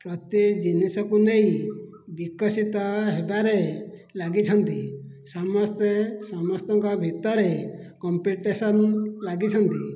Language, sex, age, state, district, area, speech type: Odia, male, 60+, Odisha, Dhenkanal, rural, spontaneous